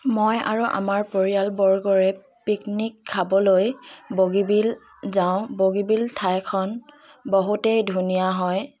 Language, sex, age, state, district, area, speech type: Assamese, female, 18-30, Assam, Dibrugarh, rural, spontaneous